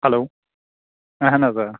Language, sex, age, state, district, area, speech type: Kashmiri, male, 30-45, Jammu and Kashmir, Anantnag, rural, conversation